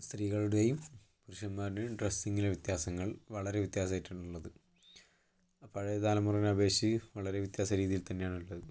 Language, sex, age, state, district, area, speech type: Malayalam, male, 18-30, Kerala, Kozhikode, urban, spontaneous